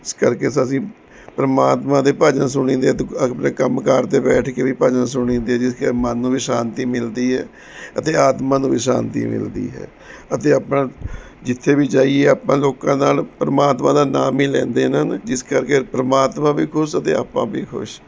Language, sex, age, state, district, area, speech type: Punjabi, male, 45-60, Punjab, Mohali, urban, spontaneous